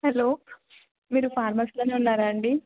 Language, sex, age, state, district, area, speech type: Telugu, female, 18-30, Telangana, Siddipet, urban, conversation